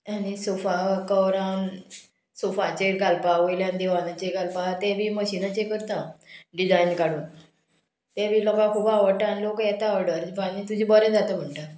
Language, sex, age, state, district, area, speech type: Goan Konkani, female, 45-60, Goa, Murmgao, rural, spontaneous